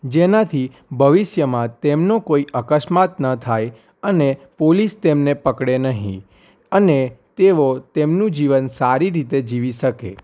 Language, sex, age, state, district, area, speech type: Gujarati, male, 18-30, Gujarat, Anand, urban, spontaneous